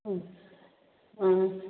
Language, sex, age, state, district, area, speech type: Manipuri, female, 45-60, Manipur, Churachandpur, rural, conversation